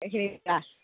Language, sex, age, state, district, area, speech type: Assamese, female, 60+, Assam, Dibrugarh, rural, conversation